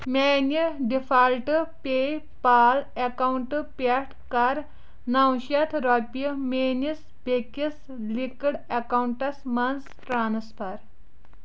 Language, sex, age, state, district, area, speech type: Kashmiri, female, 30-45, Jammu and Kashmir, Kulgam, rural, read